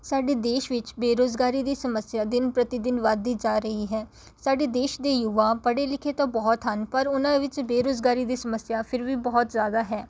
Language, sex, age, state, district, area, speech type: Punjabi, female, 18-30, Punjab, Rupnagar, rural, spontaneous